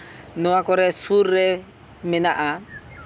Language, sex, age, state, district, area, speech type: Santali, male, 45-60, Jharkhand, Seraikela Kharsawan, rural, spontaneous